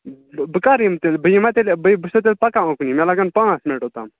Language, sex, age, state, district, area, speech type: Kashmiri, male, 18-30, Jammu and Kashmir, Budgam, rural, conversation